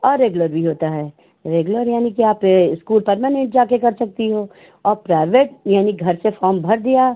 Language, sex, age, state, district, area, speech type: Hindi, female, 60+, Uttar Pradesh, Hardoi, rural, conversation